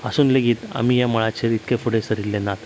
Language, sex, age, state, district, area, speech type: Goan Konkani, male, 30-45, Goa, Salcete, rural, spontaneous